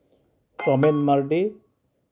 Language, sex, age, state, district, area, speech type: Santali, male, 30-45, West Bengal, Uttar Dinajpur, rural, spontaneous